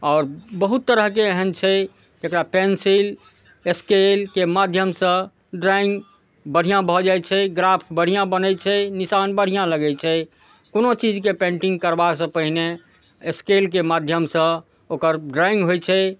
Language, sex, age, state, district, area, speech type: Maithili, male, 45-60, Bihar, Darbhanga, rural, spontaneous